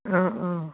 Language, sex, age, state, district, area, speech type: Assamese, female, 30-45, Assam, Udalguri, rural, conversation